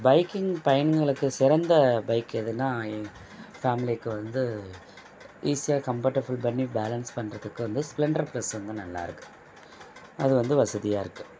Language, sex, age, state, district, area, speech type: Tamil, male, 45-60, Tamil Nadu, Thanjavur, rural, spontaneous